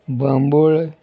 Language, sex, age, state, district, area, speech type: Goan Konkani, male, 60+, Goa, Murmgao, rural, spontaneous